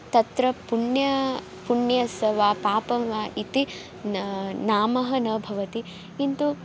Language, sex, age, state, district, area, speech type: Sanskrit, female, 18-30, Karnataka, Vijayanagara, urban, spontaneous